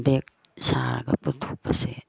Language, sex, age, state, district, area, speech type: Manipuri, female, 60+, Manipur, Imphal East, rural, spontaneous